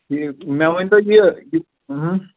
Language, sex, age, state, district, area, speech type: Kashmiri, male, 18-30, Jammu and Kashmir, Ganderbal, rural, conversation